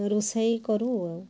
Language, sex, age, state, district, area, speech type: Odia, female, 45-60, Odisha, Mayurbhanj, rural, spontaneous